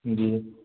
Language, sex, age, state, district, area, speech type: Hindi, male, 18-30, Madhya Pradesh, Gwalior, rural, conversation